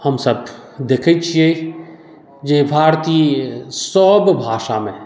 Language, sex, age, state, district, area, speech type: Maithili, male, 45-60, Bihar, Madhubani, rural, spontaneous